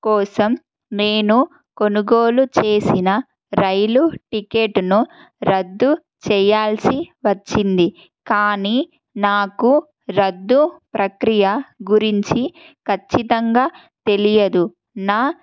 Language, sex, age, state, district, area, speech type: Telugu, female, 18-30, Telangana, Mahabubabad, rural, spontaneous